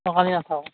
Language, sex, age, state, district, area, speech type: Assamese, male, 18-30, Assam, Darrang, rural, conversation